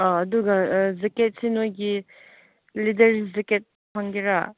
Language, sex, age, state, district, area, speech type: Manipuri, female, 18-30, Manipur, Kangpokpi, rural, conversation